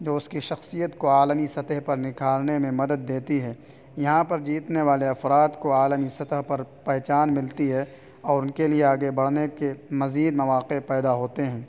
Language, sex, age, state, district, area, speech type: Urdu, male, 18-30, Uttar Pradesh, Saharanpur, urban, spontaneous